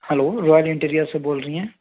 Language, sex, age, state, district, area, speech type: Hindi, male, 60+, Madhya Pradesh, Bhopal, urban, conversation